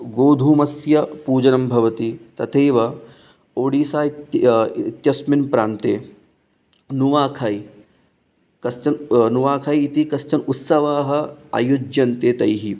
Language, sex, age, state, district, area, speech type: Sanskrit, male, 30-45, Rajasthan, Ajmer, urban, spontaneous